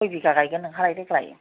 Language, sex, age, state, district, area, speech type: Bodo, female, 30-45, Assam, Kokrajhar, rural, conversation